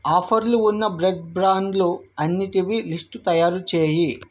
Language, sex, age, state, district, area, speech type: Telugu, male, 30-45, Andhra Pradesh, Vizianagaram, urban, read